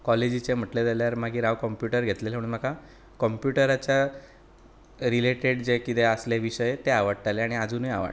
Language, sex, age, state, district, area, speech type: Goan Konkani, male, 30-45, Goa, Bardez, rural, spontaneous